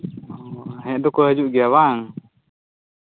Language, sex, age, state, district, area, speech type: Santali, male, 18-30, Jharkhand, Pakur, rural, conversation